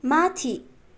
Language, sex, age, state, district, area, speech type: Nepali, female, 18-30, West Bengal, Darjeeling, rural, read